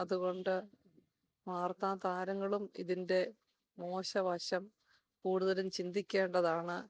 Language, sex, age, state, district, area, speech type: Malayalam, female, 45-60, Kerala, Kottayam, urban, spontaneous